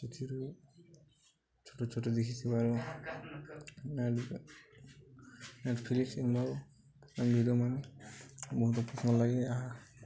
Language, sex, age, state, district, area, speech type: Odia, male, 18-30, Odisha, Nuapada, urban, spontaneous